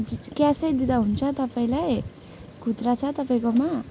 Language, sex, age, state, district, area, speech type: Nepali, female, 18-30, West Bengal, Jalpaiguri, urban, spontaneous